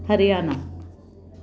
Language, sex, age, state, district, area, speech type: Sindhi, female, 45-60, Maharashtra, Mumbai Suburban, urban, spontaneous